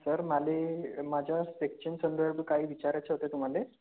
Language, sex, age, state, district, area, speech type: Marathi, male, 18-30, Maharashtra, Gondia, rural, conversation